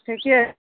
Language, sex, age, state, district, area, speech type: Maithili, female, 45-60, Bihar, Araria, rural, conversation